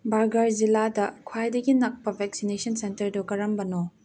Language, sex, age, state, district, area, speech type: Manipuri, female, 18-30, Manipur, Senapati, urban, read